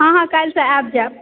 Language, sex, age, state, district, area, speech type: Maithili, female, 30-45, Bihar, Supaul, rural, conversation